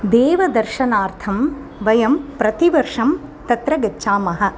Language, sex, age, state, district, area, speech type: Sanskrit, female, 45-60, Tamil Nadu, Chennai, urban, spontaneous